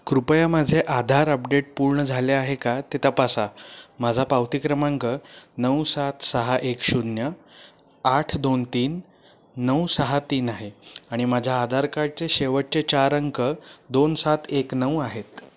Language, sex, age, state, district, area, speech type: Marathi, male, 30-45, Maharashtra, Pune, urban, read